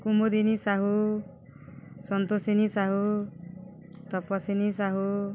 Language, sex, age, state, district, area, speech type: Odia, female, 60+, Odisha, Balangir, urban, spontaneous